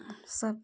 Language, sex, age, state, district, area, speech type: Hindi, female, 30-45, Uttar Pradesh, Ghazipur, rural, spontaneous